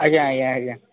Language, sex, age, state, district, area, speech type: Odia, male, 45-60, Odisha, Nuapada, urban, conversation